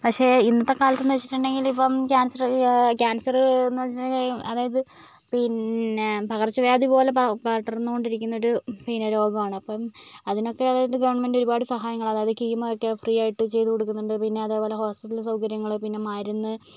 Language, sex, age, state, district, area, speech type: Malayalam, female, 45-60, Kerala, Wayanad, rural, spontaneous